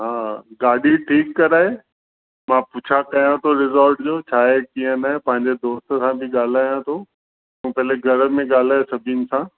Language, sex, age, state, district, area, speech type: Sindhi, male, 45-60, Maharashtra, Mumbai Suburban, urban, conversation